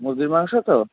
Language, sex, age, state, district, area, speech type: Bengali, male, 30-45, West Bengal, Howrah, urban, conversation